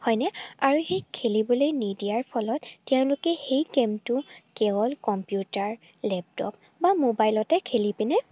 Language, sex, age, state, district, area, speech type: Assamese, female, 18-30, Assam, Charaideo, rural, spontaneous